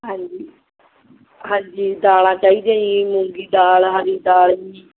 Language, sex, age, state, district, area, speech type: Punjabi, female, 30-45, Punjab, Barnala, rural, conversation